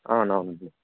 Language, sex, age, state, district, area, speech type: Telugu, male, 18-30, Andhra Pradesh, Sri Satya Sai, urban, conversation